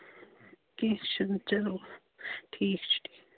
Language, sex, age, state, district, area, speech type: Kashmiri, female, 18-30, Jammu and Kashmir, Budgam, rural, conversation